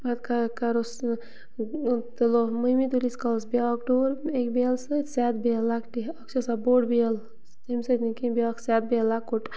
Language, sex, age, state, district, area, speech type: Kashmiri, female, 18-30, Jammu and Kashmir, Bandipora, rural, spontaneous